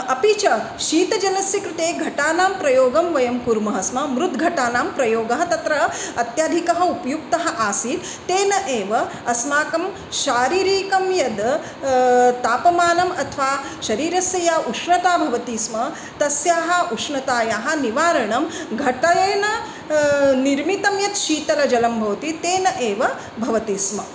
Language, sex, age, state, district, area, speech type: Sanskrit, female, 45-60, Maharashtra, Nagpur, urban, spontaneous